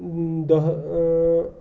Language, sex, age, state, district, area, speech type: Kashmiri, male, 30-45, Jammu and Kashmir, Pulwama, rural, spontaneous